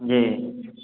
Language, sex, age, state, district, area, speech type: Maithili, male, 18-30, Bihar, Sitamarhi, rural, conversation